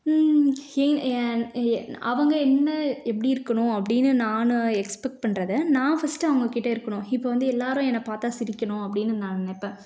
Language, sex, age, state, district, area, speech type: Tamil, female, 18-30, Tamil Nadu, Tiruvannamalai, urban, spontaneous